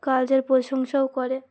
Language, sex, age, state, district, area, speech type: Bengali, female, 18-30, West Bengal, Uttar Dinajpur, urban, spontaneous